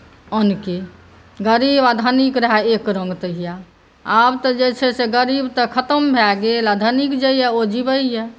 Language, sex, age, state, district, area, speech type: Maithili, female, 30-45, Bihar, Saharsa, rural, spontaneous